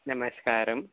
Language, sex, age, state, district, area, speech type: Telugu, male, 18-30, Telangana, Nalgonda, urban, conversation